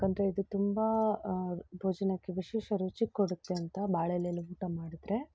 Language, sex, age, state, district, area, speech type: Kannada, female, 30-45, Karnataka, Udupi, rural, spontaneous